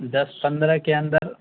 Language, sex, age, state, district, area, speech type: Urdu, male, 18-30, Bihar, Araria, rural, conversation